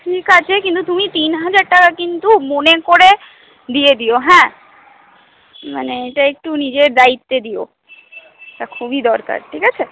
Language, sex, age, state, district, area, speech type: Bengali, female, 60+, West Bengal, Purulia, urban, conversation